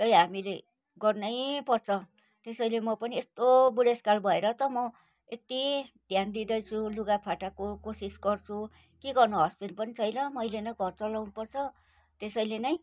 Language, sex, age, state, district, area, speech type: Nepali, female, 60+, West Bengal, Kalimpong, rural, spontaneous